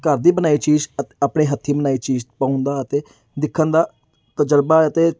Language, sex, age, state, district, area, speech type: Punjabi, male, 18-30, Punjab, Amritsar, urban, spontaneous